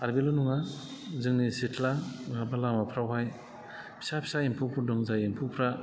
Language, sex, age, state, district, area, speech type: Bodo, male, 45-60, Assam, Chirang, rural, spontaneous